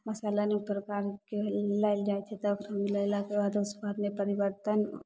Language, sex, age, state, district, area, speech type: Maithili, female, 18-30, Bihar, Begusarai, urban, spontaneous